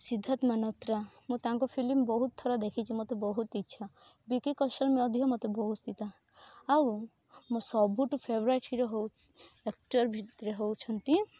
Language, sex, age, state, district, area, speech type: Odia, female, 18-30, Odisha, Rayagada, rural, spontaneous